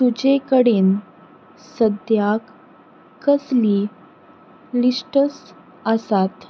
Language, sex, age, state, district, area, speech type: Goan Konkani, female, 18-30, Goa, Salcete, rural, read